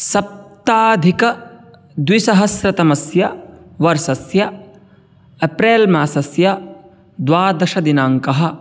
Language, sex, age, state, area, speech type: Sanskrit, male, 18-30, Uttar Pradesh, rural, spontaneous